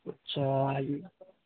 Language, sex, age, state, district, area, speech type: Urdu, male, 45-60, Bihar, Supaul, rural, conversation